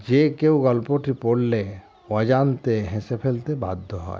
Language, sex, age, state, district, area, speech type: Bengali, male, 60+, West Bengal, Murshidabad, rural, spontaneous